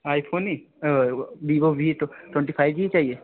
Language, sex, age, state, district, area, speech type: Hindi, male, 18-30, Uttar Pradesh, Bhadohi, urban, conversation